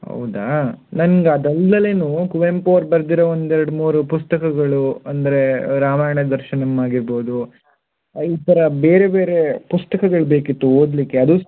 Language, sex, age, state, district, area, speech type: Kannada, male, 18-30, Karnataka, Shimoga, urban, conversation